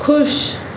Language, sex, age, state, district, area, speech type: Sindhi, female, 45-60, Maharashtra, Mumbai Suburban, urban, read